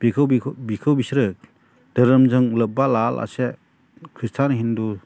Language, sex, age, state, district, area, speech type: Bodo, male, 45-60, Assam, Chirang, rural, spontaneous